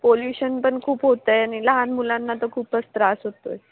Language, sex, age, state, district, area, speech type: Marathi, female, 18-30, Maharashtra, Nashik, urban, conversation